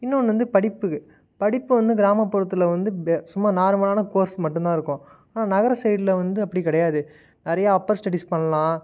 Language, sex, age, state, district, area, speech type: Tamil, male, 18-30, Tamil Nadu, Nagapattinam, rural, spontaneous